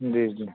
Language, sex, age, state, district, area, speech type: Urdu, male, 60+, Uttar Pradesh, Lucknow, urban, conversation